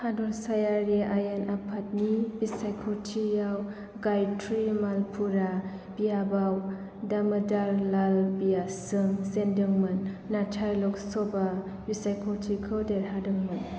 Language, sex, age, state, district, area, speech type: Bodo, female, 18-30, Assam, Chirang, urban, read